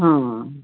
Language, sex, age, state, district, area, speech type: Maithili, female, 60+, Bihar, Araria, rural, conversation